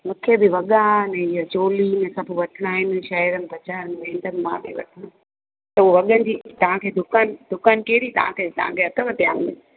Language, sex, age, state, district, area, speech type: Sindhi, female, 45-60, Gujarat, Junagadh, urban, conversation